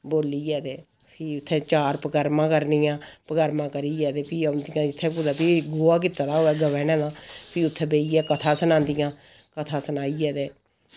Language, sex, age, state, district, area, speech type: Dogri, female, 45-60, Jammu and Kashmir, Samba, rural, spontaneous